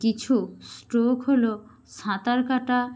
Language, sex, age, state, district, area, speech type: Bengali, female, 45-60, West Bengal, Jhargram, rural, spontaneous